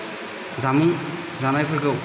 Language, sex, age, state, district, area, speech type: Bodo, male, 30-45, Assam, Kokrajhar, rural, spontaneous